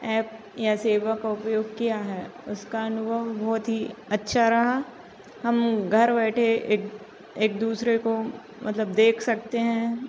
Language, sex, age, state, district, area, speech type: Hindi, female, 18-30, Madhya Pradesh, Narsinghpur, rural, spontaneous